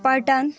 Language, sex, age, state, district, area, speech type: Kashmiri, female, 18-30, Jammu and Kashmir, Budgam, rural, spontaneous